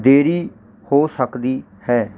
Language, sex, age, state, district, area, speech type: Punjabi, male, 30-45, Punjab, Barnala, urban, spontaneous